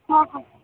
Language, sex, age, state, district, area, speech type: Gujarati, female, 30-45, Gujarat, Morbi, urban, conversation